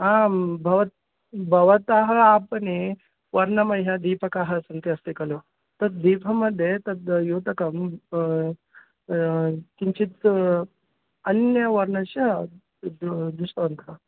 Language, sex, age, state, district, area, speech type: Sanskrit, male, 30-45, Karnataka, Vijayapura, urban, conversation